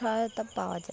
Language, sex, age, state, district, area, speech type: Bengali, female, 18-30, West Bengal, Dakshin Dinajpur, urban, spontaneous